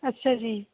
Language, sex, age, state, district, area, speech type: Punjabi, female, 18-30, Punjab, Shaheed Bhagat Singh Nagar, urban, conversation